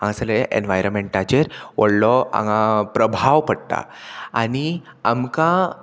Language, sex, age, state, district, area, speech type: Goan Konkani, male, 18-30, Goa, Murmgao, rural, spontaneous